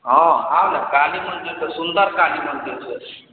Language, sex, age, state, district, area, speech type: Maithili, male, 18-30, Bihar, Araria, rural, conversation